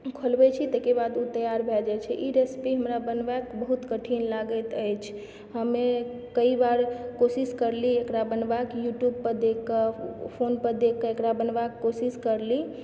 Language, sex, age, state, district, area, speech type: Maithili, female, 18-30, Bihar, Supaul, rural, spontaneous